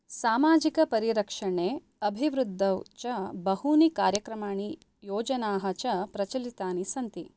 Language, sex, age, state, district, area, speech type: Sanskrit, female, 30-45, Karnataka, Bangalore Urban, urban, spontaneous